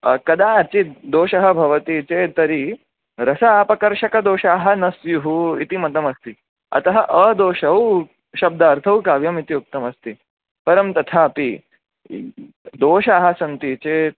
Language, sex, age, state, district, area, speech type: Sanskrit, male, 18-30, Maharashtra, Mumbai City, urban, conversation